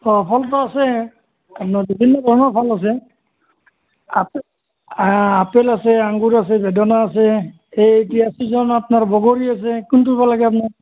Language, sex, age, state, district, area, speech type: Assamese, male, 45-60, Assam, Barpeta, rural, conversation